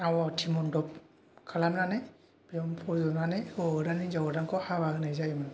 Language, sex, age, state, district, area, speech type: Bodo, male, 18-30, Assam, Kokrajhar, rural, spontaneous